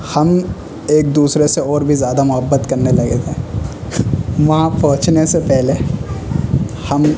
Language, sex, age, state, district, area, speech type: Urdu, male, 18-30, Delhi, North West Delhi, urban, spontaneous